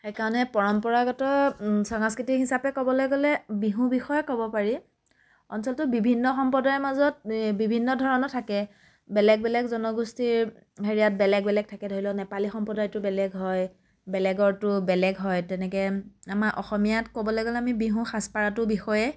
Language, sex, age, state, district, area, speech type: Assamese, female, 30-45, Assam, Biswanath, rural, spontaneous